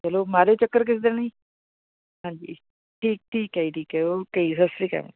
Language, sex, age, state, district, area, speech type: Punjabi, female, 45-60, Punjab, Fatehgarh Sahib, urban, conversation